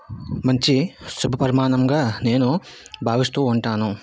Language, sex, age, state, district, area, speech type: Telugu, male, 60+, Andhra Pradesh, Vizianagaram, rural, spontaneous